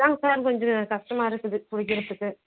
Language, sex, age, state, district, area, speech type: Tamil, female, 60+, Tamil Nadu, Krishnagiri, rural, conversation